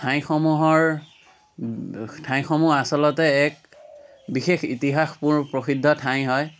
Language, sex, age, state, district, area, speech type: Assamese, male, 18-30, Assam, Biswanath, rural, spontaneous